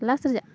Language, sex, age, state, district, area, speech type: Santali, female, 30-45, Jharkhand, Bokaro, rural, spontaneous